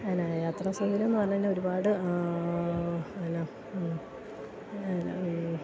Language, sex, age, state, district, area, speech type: Malayalam, female, 30-45, Kerala, Idukki, rural, spontaneous